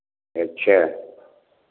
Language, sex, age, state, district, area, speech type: Hindi, male, 60+, Uttar Pradesh, Varanasi, rural, conversation